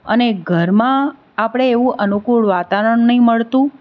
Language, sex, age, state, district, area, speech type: Gujarati, female, 45-60, Gujarat, Anand, urban, spontaneous